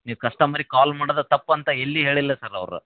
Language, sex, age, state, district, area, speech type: Kannada, male, 18-30, Karnataka, Koppal, rural, conversation